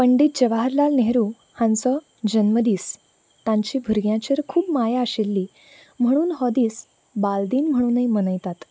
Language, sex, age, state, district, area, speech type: Goan Konkani, female, 18-30, Goa, Canacona, urban, spontaneous